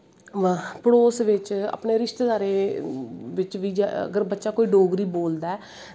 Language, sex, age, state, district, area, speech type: Dogri, female, 30-45, Jammu and Kashmir, Kathua, rural, spontaneous